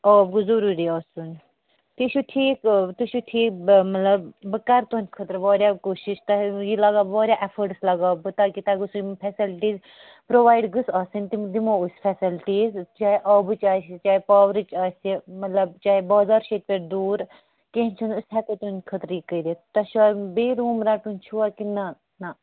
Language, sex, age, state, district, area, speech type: Kashmiri, female, 18-30, Jammu and Kashmir, Anantnag, rural, conversation